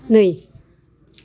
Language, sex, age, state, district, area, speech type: Bodo, female, 60+, Assam, Kokrajhar, rural, read